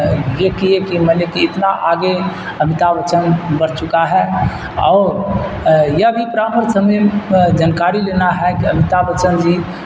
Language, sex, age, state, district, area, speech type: Urdu, male, 60+, Bihar, Supaul, rural, spontaneous